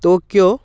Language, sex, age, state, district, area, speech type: Assamese, male, 18-30, Assam, Biswanath, rural, spontaneous